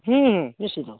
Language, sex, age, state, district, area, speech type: Odia, male, 60+, Odisha, Jajpur, rural, conversation